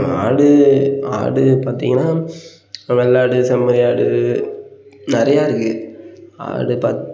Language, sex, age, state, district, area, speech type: Tamil, male, 18-30, Tamil Nadu, Perambalur, rural, spontaneous